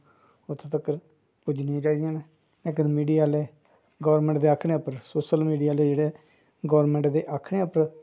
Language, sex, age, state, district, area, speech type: Dogri, male, 45-60, Jammu and Kashmir, Jammu, rural, spontaneous